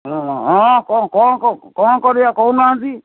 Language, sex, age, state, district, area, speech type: Odia, male, 60+, Odisha, Gajapati, rural, conversation